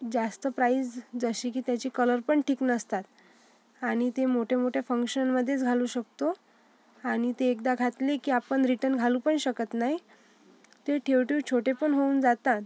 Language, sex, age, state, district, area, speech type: Marathi, female, 18-30, Maharashtra, Amravati, urban, spontaneous